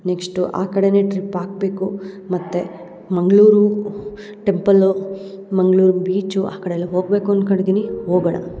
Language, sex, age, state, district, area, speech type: Kannada, female, 30-45, Karnataka, Hassan, urban, spontaneous